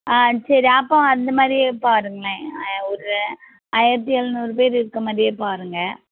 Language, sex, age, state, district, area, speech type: Tamil, female, 18-30, Tamil Nadu, Tirunelveli, urban, conversation